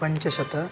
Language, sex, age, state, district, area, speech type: Sanskrit, male, 18-30, Maharashtra, Solapur, rural, spontaneous